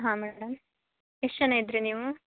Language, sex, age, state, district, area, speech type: Kannada, female, 30-45, Karnataka, Uttara Kannada, rural, conversation